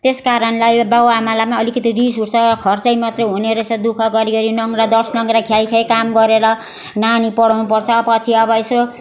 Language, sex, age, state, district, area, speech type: Nepali, female, 60+, West Bengal, Darjeeling, rural, spontaneous